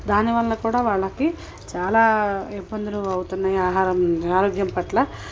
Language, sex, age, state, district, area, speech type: Telugu, female, 30-45, Telangana, Peddapalli, rural, spontaneous